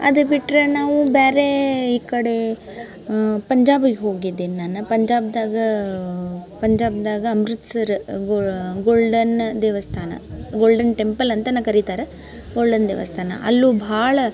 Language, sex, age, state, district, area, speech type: Kannada, female, 18-30, Karnataka, Dharwad, rural, spontaneous